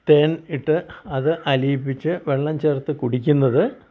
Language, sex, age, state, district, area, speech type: Malayalam, male, 60+, Kerala, Malappuram, rural, spontaneous